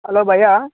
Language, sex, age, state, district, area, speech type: Telugu, male, 30-45, Telangana, Jangaon, rural, conversation